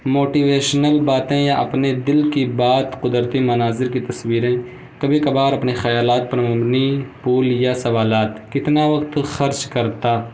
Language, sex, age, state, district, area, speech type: Urdu, male, 18-30, Uttar Pradesh, Balrampur, rural, spontaneous